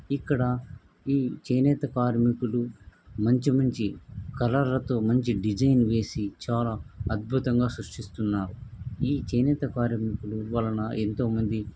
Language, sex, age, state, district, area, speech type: Telugu, male, 45-60, Andhra Pradesh, Krishna, urban, spontaneous